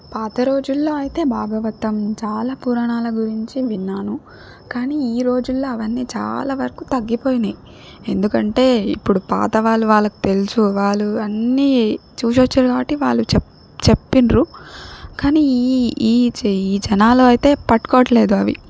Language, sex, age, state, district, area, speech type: Telugu, female, 18-30, Telangana, Siddipet, rural, spontaneous